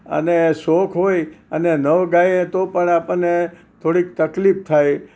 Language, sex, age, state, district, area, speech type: Gujarati, male, 60+, Gujarat, Kheda, rural, spontaneous